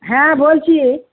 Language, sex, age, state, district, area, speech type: Bengali, female, 45-60, West Bengal, Purba Bardhaman, urban, conversation